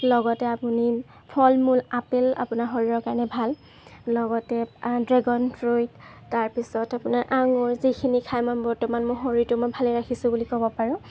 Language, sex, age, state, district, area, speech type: Assamese, female, 18-30, Assam, Golaghat, urban, spontaneous